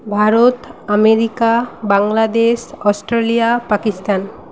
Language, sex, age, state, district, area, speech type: Bengali, female, 18-30, West Bengal, Nadia, rural, spontaneous